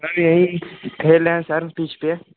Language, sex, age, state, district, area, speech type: Hindi, male, 18-30, Uttar Pradesh, Mirzapur, urban, conversation